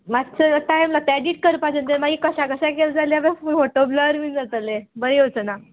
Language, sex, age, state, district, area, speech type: Goan Konkani, female, 18-30, Goa, Quepem, rural, conversation